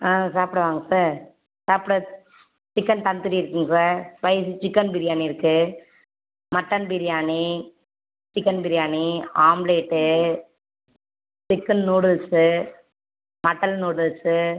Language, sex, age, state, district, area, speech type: Tamil, female, 18-30, Tamil Nadu, Ariyalur, rural, conversation